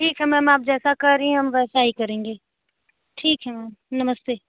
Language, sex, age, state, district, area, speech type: Hindi, female, 18-30, Uttar Pradesh, Azamgarh, rural, conversation